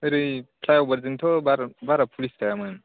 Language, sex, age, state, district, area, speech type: Bodo, male, 18-30, Assam, Kokrajhar, rural, conversation